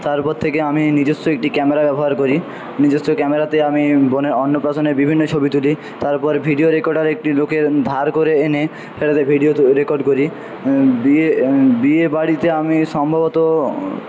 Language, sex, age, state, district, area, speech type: Bengali, male, 45-60, West Bengal, Paschim Medinipur, rural, spontaneous